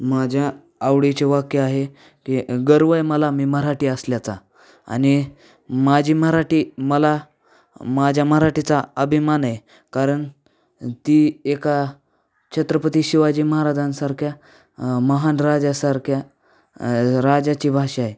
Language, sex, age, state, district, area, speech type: Marathi, male, 18-30, Maharashtra, Osmanabad, rural, spontaneous